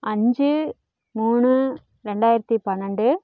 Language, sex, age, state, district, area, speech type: Tamil, female, 30-45, Tamil Nadu, Namakkal, rural, spontaneous